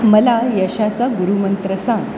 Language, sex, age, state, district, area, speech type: Marathi, female, 45-60, Maharashtra, Mumbai Suburban, urban, read